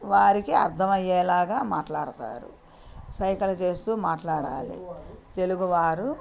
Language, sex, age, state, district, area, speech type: Telugu, female, 60+, Andhra Pradesh, Bapatla, urban, spontaneous